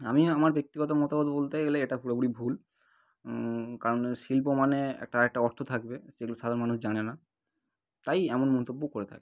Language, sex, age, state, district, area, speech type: Bengali, male, 18-30, West Bengal, North 24 Parganas, urban, spontaneous